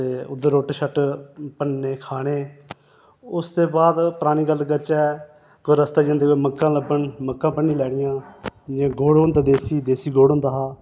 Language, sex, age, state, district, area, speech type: Dogri, male, 30-45, Jammu and Kashmir, Reasi, urban, spontaneous